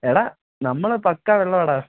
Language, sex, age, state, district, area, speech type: Malayalam, male, 18-30, Kerala, Kottayam, urban, conversation